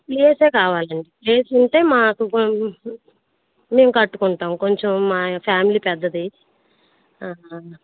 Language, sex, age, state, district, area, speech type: Telugu, female, 30-45, Andhra Pradesh, Bapatla, urban, conversation